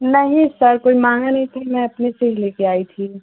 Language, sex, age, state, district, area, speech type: Hindi, female, 18-30, Uttar Pradesh, Chandauli, rural, conversation